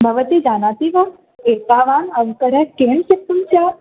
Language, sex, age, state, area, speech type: Sanskrit, female, 18-30, Rajasthan, urban, conversation